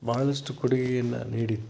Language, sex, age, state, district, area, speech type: Kannada, male, 60+, Karnataka, Chitradurga, rural, spontaneous